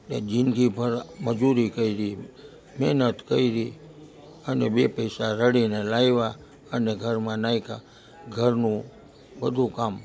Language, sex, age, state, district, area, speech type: Gujarati, male, 60+, Gujarat, Rajkot, urban, spontaneous